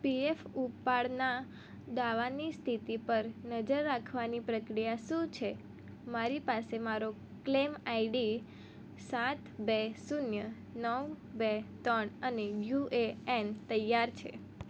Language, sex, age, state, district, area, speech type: Gujarati, female, 18-30, Gujarat, Surat, rural, read